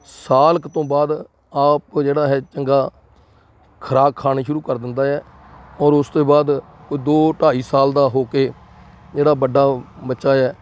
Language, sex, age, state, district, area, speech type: Punjabi, male, 60+, Punjab, Rupnagar, rural, spontaneous